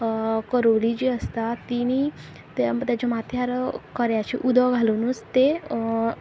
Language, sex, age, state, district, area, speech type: Goan Konkani, female, 18-30, Goa, Quepem, rural, spontaneous